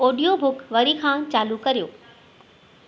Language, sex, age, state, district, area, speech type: Sindhi, female, 30-45, Gujarat, Kutch, urban, read